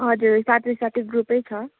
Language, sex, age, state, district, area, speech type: Nepali, female, 18-30, West Bengal, Kalimpong, rural, conversation